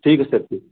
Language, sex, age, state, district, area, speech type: Hindi, male, 45-60, Uttar Pradesh, Chandauli, urban, conversation